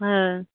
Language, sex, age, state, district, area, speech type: Bengali, female, 45-60, West Bengal, South 24 Parganas, rural, conversation